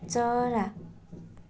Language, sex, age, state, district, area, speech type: Nepali, female, 30-45, West Bengal, Darjeeling, rural, read